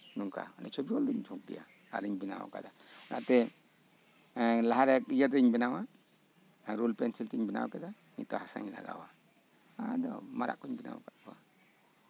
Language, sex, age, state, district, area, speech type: Santali, male, 45-60, West Bengal, Birbhum, rural, spontaneous